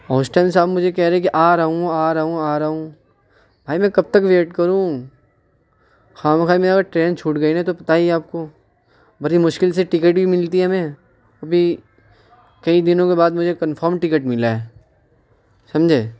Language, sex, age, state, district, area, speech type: Urdu, male, 18-30, Uttar Pradesh, Ghaziabad, urban, spontaneous